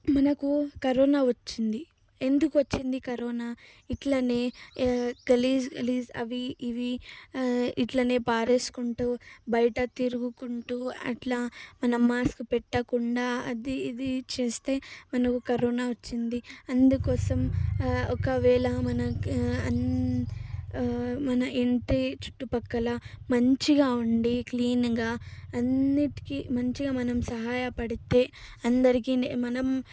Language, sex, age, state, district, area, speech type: Telugu, female, 18-30, Telangana, Ranga Reddy, urban, spontaneous